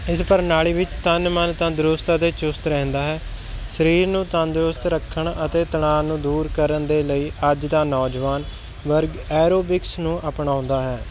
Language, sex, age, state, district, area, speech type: Punjabi, male, 30-45, Punjab, Kapurthala, urban, spontaneous